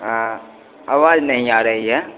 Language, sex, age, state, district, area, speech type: Hindi, male, 30-45, Bihar, Begusarai, rural, conversation